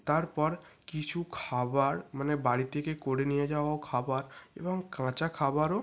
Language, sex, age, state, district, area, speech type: Bengali, male, 18-30, West Bengal, North 24 Parganas, urban, spontaneous